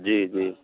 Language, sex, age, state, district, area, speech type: Maithili, male, 30-45, Bihar, Muzaffarpur, urban, conversation